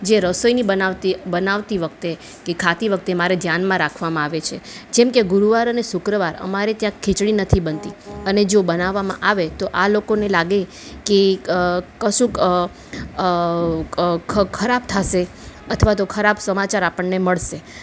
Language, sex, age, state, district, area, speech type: Gujarati, female, 30-45, Gujarat, Ahmedabad, urban, spontaneous